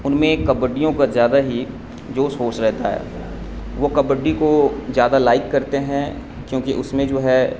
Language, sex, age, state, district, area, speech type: Urdu, male, 45-60, Bihar, Supaul, rural, spontaneous